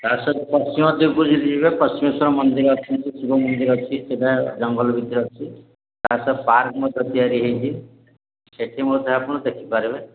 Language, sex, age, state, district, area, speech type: Odia, male, 60+, Odisha, Angul, rural, conversation